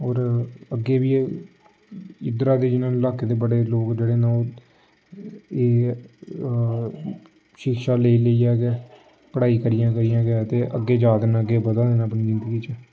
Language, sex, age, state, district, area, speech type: Dogri, male, 18-30, Jammu and Kashmir, Samba, urban, spontaneous